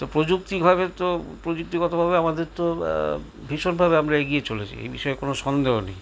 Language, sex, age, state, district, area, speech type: Bengali, male, 60+, West Bengal, Paschim Bardhaman, urban, spontaneous